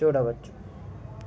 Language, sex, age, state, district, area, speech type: Telugu, male, 18-30, Andhra Pradesh, Nellore, rural, spontaneous